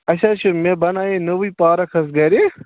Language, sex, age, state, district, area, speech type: Kashmiri, male, 18-30, Jammu and Kashmir, Ganderbal, rural, conversation